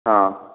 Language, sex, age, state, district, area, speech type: Odia, male, 60+, Odisha, Khordha, rural, conversation